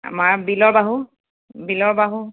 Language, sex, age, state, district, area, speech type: Assamese, female, 30-45, Assam, Sonitpur, urban, conversation